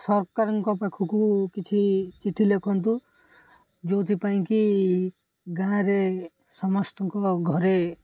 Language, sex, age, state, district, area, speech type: Odia, male, 18-30, Odisha, Ganjam, urban, spontaneous